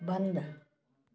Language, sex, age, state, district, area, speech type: Hindi, female, 60+, Madhya Pradesh, Gwalior, urban, read